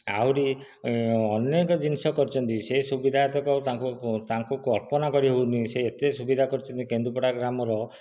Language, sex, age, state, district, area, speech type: Odia, male, 30-45, Odisha, Dhenkanal, rural, spontaneous